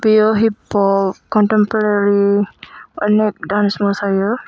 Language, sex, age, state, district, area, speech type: Bodo, female, 18-30, Assam, Chirang, rural, spontaneous